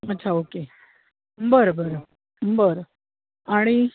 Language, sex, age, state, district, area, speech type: Marathi, female, 60+, Maharashtra, Ahmednagar, urban, conversation